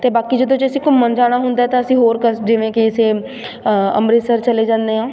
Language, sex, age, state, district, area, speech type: Punjabi, female, 18-30, Punjab, Patiala, urban, spontaneous